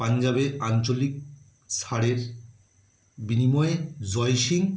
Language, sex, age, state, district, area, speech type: Bengali, male, 45-60, West Bengal, Birbhum, urban, read